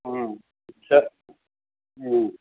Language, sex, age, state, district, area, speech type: Tamil, male, 60+, Tamil Nadu, Perambalur, rural, conversation